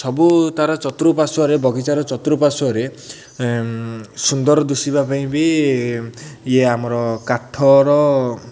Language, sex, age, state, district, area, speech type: Odia, male, 30-45, Odisha, Ganjam, urban, spontaneous